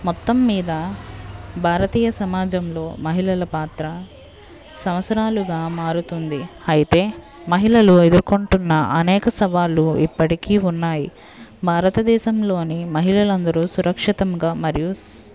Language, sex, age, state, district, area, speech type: Telugu, female, 30-45, Andhra Pradesh, West Godavari, rural, spontaneous